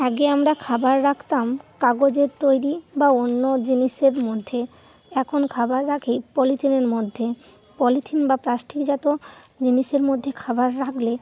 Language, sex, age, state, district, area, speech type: Bengali, female, 30-45, West Bengal, North 24 Parganas, rural, spontaneous